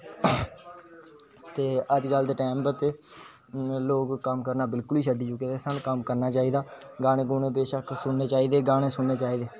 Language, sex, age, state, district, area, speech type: Dogri, male, 18-30, Jammu and Kashmir, Kathua, rural, spontaneous